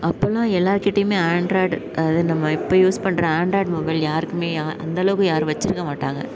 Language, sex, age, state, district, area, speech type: Tamil, female, 18-30, Tamil Nadu, Nagapattinam, rural, spontaneous